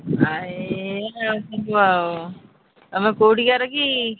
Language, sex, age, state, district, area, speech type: Odia, female, 45-60, Odisha, Angul, rural, conversation